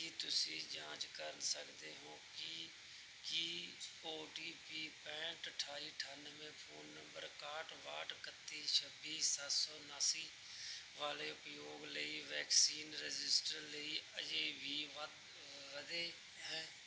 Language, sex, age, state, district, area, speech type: Punjabi, male, 30-45, Punjab, Bathinda, urban, read